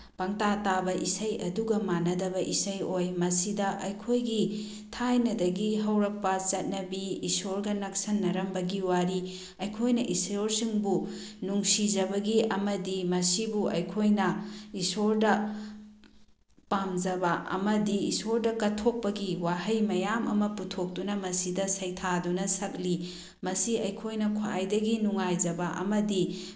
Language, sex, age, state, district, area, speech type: Manipuri, female, 45-60, Manipur, Bishnupur, rural, spontaneous